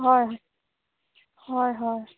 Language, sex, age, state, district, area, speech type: Assamese, female, 18-30, Assam, Jorhat, urban, conversation